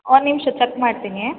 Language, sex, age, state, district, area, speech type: Kannada, female, 18-30, Karnataka, Hassan, urban, conversation